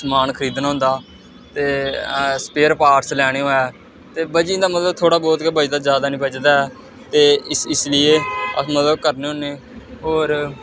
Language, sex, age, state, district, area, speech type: Dogri, male, 18-30, Jammu and Kashmir, Samba, rural, spontaneous